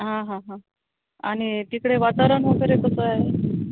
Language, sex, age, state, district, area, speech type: Marathi, female, 45-60, Maharashtra, Akola, urban, conversation